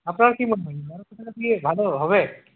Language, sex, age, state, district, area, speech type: Bengali, male, 30-45, West Bengal, Purulia, rural, conversation